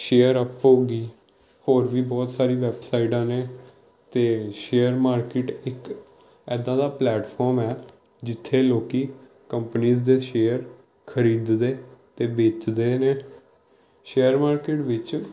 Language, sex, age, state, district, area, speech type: Punjabi, male, 18-30, Punjab, Pathankot, urban, spontaneous